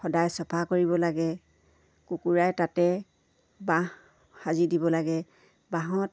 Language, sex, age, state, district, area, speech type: Assamese, female, 45-60, Assam, Dibrugarh, rural, spontaneous